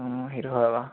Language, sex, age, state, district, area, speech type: Assamese, male, 18-30, Assam, Dibrugarh, urban, conversation